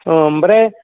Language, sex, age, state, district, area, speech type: Bodo, male, 60+, Assam, Udalguri, rural, conversation